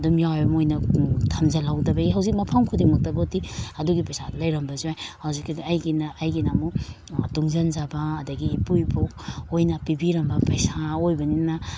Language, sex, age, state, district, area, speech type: Manipuri, female, 30-45, Manipur, Imphal East, urban, spontaneous